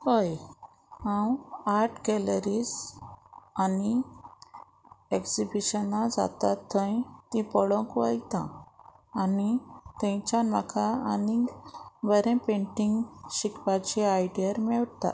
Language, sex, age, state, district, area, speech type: Goan Konkani, female, 30-45, Goa, Murmgao, rural, spontaneous